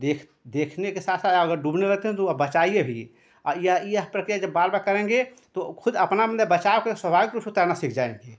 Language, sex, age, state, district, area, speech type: Hindi, male, 60+, Uttar Pradesh, Ghazipur, rural, spontaneous